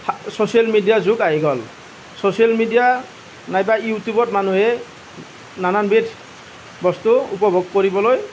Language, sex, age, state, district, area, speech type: Assamese, male, 30-45, Assam, Nalbari, rural, spontaneous